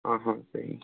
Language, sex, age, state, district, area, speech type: Kashmiri, male, 18-30, Jammu and Kashmir, Budgam, rural, conversation